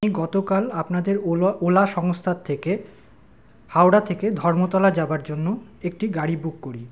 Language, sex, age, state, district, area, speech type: Bengali, male, 30-45, West Bengal, Paschim Bardhaman, urban, spontaneous